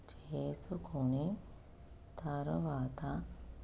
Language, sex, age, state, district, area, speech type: Telugu, female, 30-45, Telangana, Peddapalli, rural, spontaneous